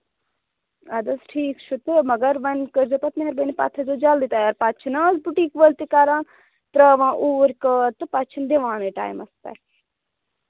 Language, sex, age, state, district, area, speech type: Kashmiri, female, 18-30, Jammu and Kashmir, Budgam, rural, conversation